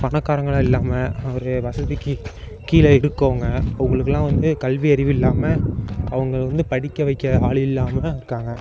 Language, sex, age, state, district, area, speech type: Tamil, male, 18-30, Tamil Nadu, Mayiladuthurai, urban, spontaneous